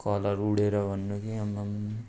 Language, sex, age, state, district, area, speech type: Nepali, male, 18-30, West Bengal, Darjeeling, rural, spontaneous